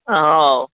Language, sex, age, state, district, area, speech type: Gujarati, male, 45-60, Gujarat, Aravalli, urban, conversation